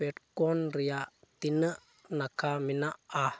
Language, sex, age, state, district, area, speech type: Santali, male, 18-30, Jharkhand, Pakur, rural, read